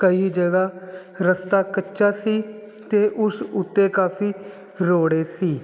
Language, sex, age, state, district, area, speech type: Punjabi, male, 30-45, Punjab, Jalandhar, urban, spontaneous